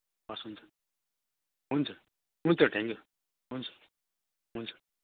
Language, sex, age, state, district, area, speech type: Nepali, male, 30-45, West Bengal, Darjeeling, rural, conversation